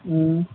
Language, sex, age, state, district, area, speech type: Dogri, male, 30-45, Jammu and Kashmir, Udhampur, urban, conversation